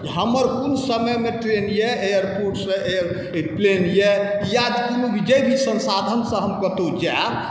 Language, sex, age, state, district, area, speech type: Maithili, male, 45-60, Bihar, Saharsa, rural, spontaneous